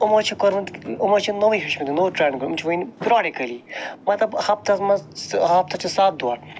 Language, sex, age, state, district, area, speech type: Kashmiri, male, 45-60, Jammu and Kashmir, Srinagar, urban, spontaneous